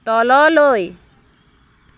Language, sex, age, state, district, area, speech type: Assamese, female, 30-45, Assam, Biswanath, rural, read